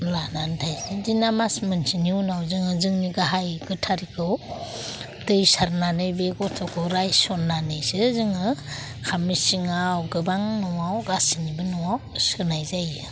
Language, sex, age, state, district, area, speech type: Bodo, female, 45-60, Assam, Udalguri, urban, spontaneous